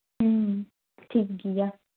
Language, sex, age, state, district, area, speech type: Santali, female, 18-30, West Bengal, Jhargram, rural, conversation